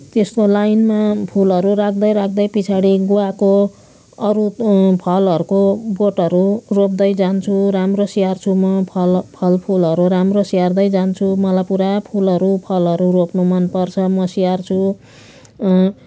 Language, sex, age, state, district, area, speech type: Nepali, female, 60+, West Bengal, Jalpaiguri, urban, spontaneous